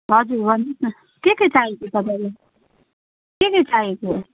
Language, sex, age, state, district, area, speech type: Nepali, female, 30-45, West Bengal, Darjeeling, rural, conversation